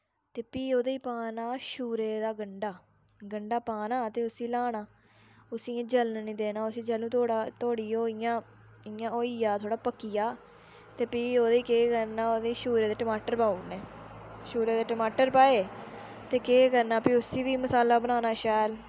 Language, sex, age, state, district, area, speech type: Dogri, female, 18-30, Jammu and Kashmir, Udhampur, rural, spontaneous